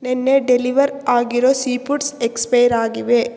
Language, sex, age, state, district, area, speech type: Kannada, female, 18-30, Karnataka, Chikkaballapur, rural, read